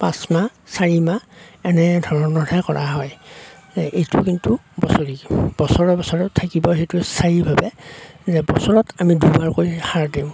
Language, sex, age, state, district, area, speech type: Assamese, male, 45-60, Assam, Darrang, rural, spontaneous